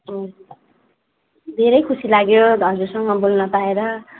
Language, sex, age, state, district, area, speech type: Nepali, female, 18-30, West Bengal, Darjeeling, rural, conversation